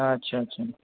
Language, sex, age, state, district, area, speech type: Marathi, male, 18-30, Maharashtra, Ratnagiri, rural, conversation